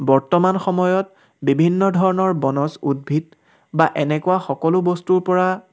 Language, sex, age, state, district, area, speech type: Assamese, male, 18-30, Assam, Sivasagar, rural, spontaneous